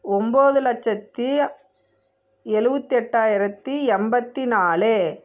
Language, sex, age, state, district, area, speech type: Tamil, female, 30-45, Tamil Nadu, Namakkal, rural, spontaneous